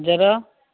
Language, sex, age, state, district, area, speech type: Odia, female, 45-60, Odisha, Nayagarh, rural, conversation